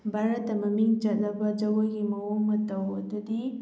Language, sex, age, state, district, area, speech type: Manipuri, female, 18-30, Manipur, Thoubal, rural, spontaneous